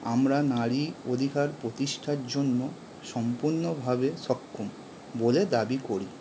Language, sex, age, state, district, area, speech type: Bengali, male, 18-30, West Bengal, Howrah, urban, spontaneous